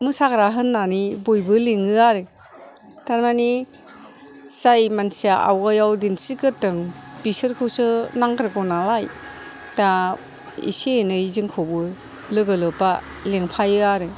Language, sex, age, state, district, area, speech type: Bodo, female, 60+, Assam, Kokrajhar, rural, spontaneous